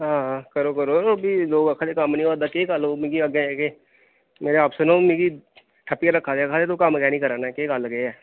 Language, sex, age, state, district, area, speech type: Dogri, male, 18-30, Jammu and Kashmir, Udhampur, rural, conversation